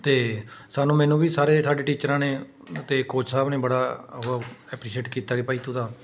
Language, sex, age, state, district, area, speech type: Punjabi, male, 30-45, Punjab, Patiala, urban, spontaneous